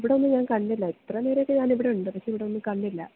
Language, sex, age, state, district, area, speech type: Malayalam, female, 18-30, Kerala, Idukki, rural, conversation